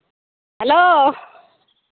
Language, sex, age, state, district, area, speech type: Santali, female, 18-30, West Bengal, Uttar Dinajpur, rural, conversation